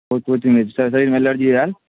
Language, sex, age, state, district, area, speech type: Maithili, male, 18-30, Bihar, Darbhanga, rural, conversation